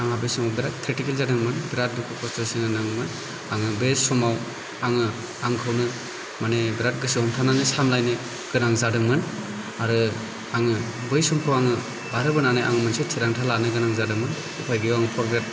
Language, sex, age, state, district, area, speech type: Bodo, male, 30-45, Assam, Kokrajhar, rural, spontaneous